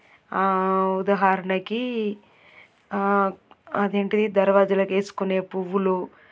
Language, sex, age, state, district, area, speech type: Telugu, female, 30-45, Telangana, Peddapalli, urban, spontaneous